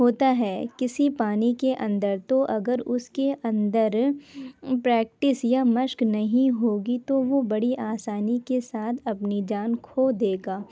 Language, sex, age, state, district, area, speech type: Urdu, female, 30-45, Uttar Pradesh, Lucknow, rural, spontaneous